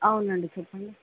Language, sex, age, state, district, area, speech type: Telugu, female, 18-30, Telangana, Jayashankar, urban, conversation